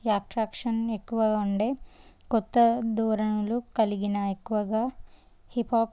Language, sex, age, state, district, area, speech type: Telugu, female, 18-30, Telangana, Jangaon, urban, spontaneous